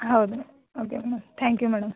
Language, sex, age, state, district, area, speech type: Kannada, female, 18-30, Karnataka, Bidar, rural, conversation